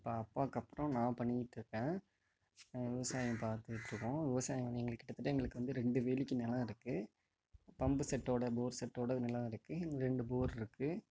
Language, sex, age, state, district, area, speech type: Tamil, male, 18-30, Tamil Nadu, Mayiladuthurai, rural, spontaneous